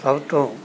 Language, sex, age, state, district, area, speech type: Punjabi, male, 60+, Punjab, Mansa, urban, spontaneous